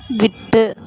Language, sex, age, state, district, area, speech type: Tamil, female, 30-45, Tamil Nadu, Dharmapuri, rural, read